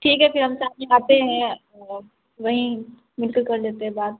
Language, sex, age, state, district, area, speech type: Urdu, female, 18-30, Bihar, Supaul, rural, conversation